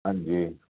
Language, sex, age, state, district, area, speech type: Punjabi, male, 30-45, Punjab, Fazilka, rural, conversation